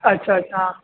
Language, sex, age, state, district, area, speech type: Urdu, male, 18-30, Uttar Pradesh, Rampur, urban, conversation